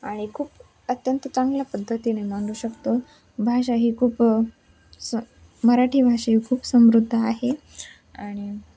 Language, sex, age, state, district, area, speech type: Marathi, female, 18-30, Maharashtra, Ahmednagar, rural, spontaneous